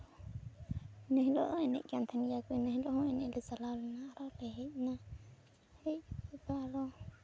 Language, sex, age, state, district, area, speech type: Santali, female, 18-30, West Bengal, Purulia, rural, spontaneous